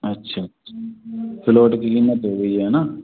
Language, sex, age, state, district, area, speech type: Hindi, male, 45-60, Madhya Pradesh, Gwalior, urban, conversation